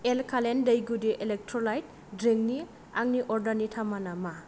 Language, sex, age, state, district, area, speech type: Bodo, female, 18-30, Assam, Kokrajhar, rural, read